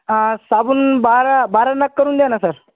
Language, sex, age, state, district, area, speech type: Marathi, male, 30-45, Maharashtra, Washim, urban, conversation